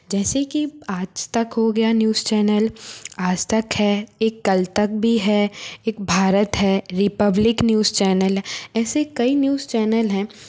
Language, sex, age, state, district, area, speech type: Hindi, female, 30-45, Madhya Pradesh, Bhopal, urban, spontaneous